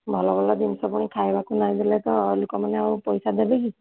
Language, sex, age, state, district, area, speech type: Odia, female, 30-45, Odisha, Sambalpur, rural, conversation